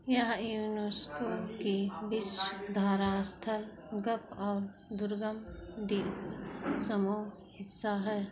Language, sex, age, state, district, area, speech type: Hindi, female, 45-60, Uttar Pradesh, Ayodhya, rural, read